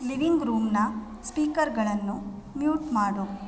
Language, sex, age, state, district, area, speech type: Kannada, female, 30-45, Karnataka, Mandya, rural, read